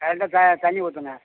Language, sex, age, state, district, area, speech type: Tamil, male, 45-60, Tamil Nadu, Tiruvannamalai, rural, conversation